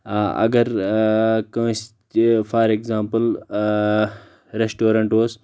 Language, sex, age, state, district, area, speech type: Kashmiri, male, 30-45, Jammu and Kashmir, Shopian, rural, spontaneous